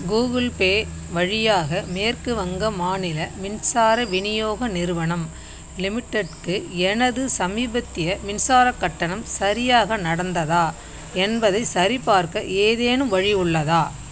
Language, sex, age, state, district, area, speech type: Tamil, female, 60+, Tamil Nadu, Kallakurichi, rural, read